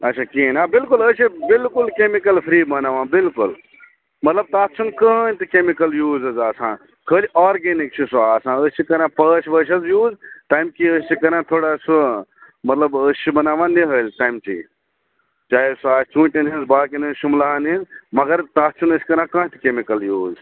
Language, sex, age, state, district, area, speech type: Kashmiri, male, 30-45, Jammu and Kashmir, Bandipora, rural, conversation